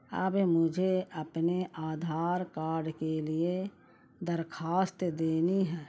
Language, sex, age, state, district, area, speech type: Urdu, female, 45-60, Bihar, Gaya, urban, spontaneous